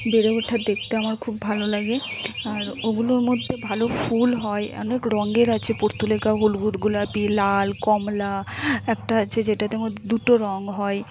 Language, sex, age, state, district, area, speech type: Bengali, female, 30-45, West Bengal, Purba Bardhaman, urban, spontaneous